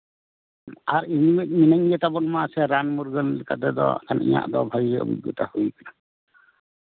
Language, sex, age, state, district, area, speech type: Santali, male, 45-60, West Bengal, Bankura, rural, conversation